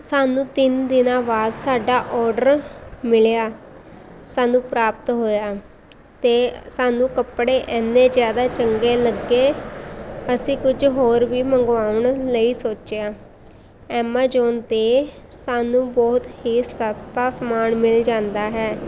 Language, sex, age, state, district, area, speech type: Punjabi, female, 18-30, Punjab, Shaheed Bhagat Singh Nagar, rural, spontaneous